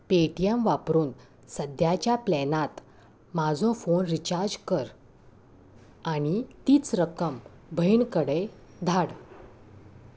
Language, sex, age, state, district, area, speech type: Goan Konkani, female, 18-30, Goa, Salcete, urban, read